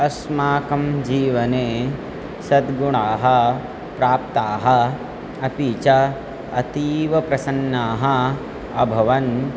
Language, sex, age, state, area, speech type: Sanskrit, male, 18-30, Uttar Pradesh, rural, spontaneous